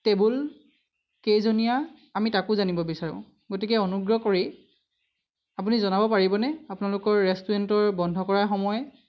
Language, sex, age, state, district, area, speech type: Assamese, male, 18-30, Assam, Lakhimpur, rural, spontaneous